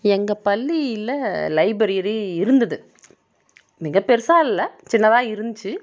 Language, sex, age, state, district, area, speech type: Tamil, female, 30-45, Tamil Nadu, Dharmapuri, rural, spontaneous